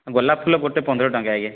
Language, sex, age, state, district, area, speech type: Odia, male, 30-45, Odisha, Kalahandi, rural, conversation